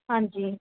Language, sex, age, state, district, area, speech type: Punjabi, female, 18-30, Punjab, Mansa, urban, conversation